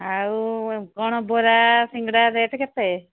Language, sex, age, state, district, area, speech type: Odia, female, 45-60, Odisha, Angul, rural, conversation